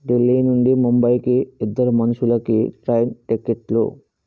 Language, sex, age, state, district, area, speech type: Telugu, male, 60+, Andhra Pradesh, Vizianagaram, rural, read